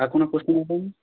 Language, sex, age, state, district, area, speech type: Bengali, male, 18-30, West Bengal, South 24 Parganas, rural, conversation